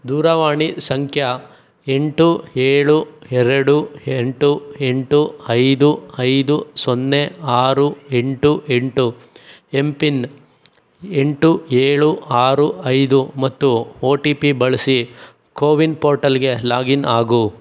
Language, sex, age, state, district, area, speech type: Kannada, male, 30-45, Karnataka, Chikkaballapur, rural, read